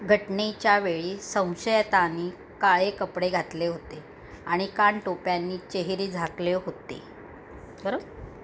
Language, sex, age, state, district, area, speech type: Marathi, female, 45-60, Maharashtra, Mumbai Suburban, urban, read